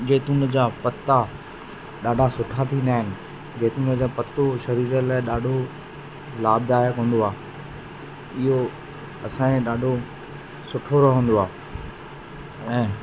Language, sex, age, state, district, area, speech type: Sindhi, male, 30-45, Madhya Pradesh, Katni, urban, spontaneous